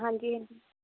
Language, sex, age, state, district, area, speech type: Punjabi, female, 30-45, Punjab, Barnala, rural, conversation